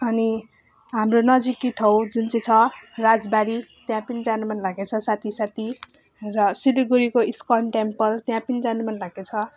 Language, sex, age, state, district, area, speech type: Nepali, female, 18-30, West Bengal, Alipurduar, rural, spontaneous